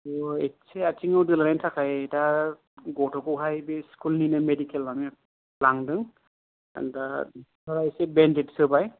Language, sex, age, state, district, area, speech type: Bodo, male, 30-45, Assam, Kokrajhar, rural, conversation